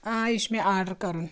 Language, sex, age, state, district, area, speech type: Kashmiri, female, 30-45, Jammu and Kashmir, Anantnag, rural, spontaneous